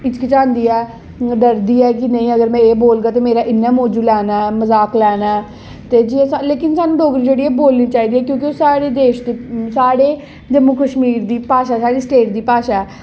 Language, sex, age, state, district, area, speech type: Dogri, female, 18-30, Jammu and Kashmir, Jammu, urban, spontaneous